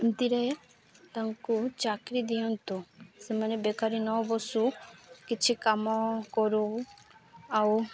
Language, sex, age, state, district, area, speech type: Odia, female, 18-30, Odisha, Malkangiri, urban, spontaneous